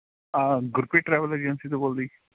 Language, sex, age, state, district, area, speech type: Punjabi, male, 30-45, Punjab, Mohali, urban, conversation